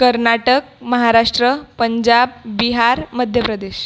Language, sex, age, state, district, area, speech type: Marathi, female, 18-30, Maharashtra, Buldhana, rural, spontaneous